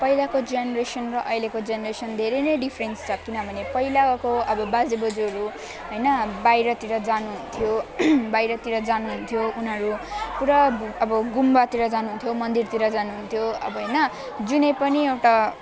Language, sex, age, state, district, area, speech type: Nepali, female, 18-30, West Bengal, Alipurduar, urban, spontaneous